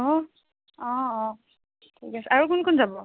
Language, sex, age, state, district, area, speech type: Assamese, female, 18-30, Assam, Biswanath, rural, conversation